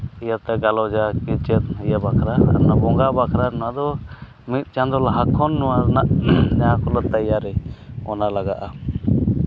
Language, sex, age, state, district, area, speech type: Santali, male, 30-45, Jharkhand, East Singhbhum, rural, spontaneous